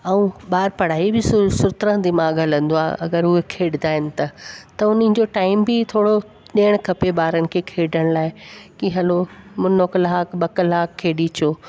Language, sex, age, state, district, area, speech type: Sindhi, female, 45-60, Delhi, South Delhi, urban, spontaneous